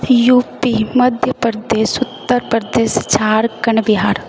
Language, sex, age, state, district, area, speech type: Maithili, female, 18-30, Bihar, Purnia, rural, spontaneous